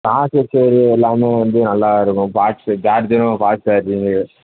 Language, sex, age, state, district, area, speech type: Tamil, male, 18-30, Tamil Nadu, Perambalur, urban, conversation